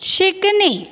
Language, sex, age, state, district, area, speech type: Marathi, female, 30-45, Maharashtra, Buldhana, urban, read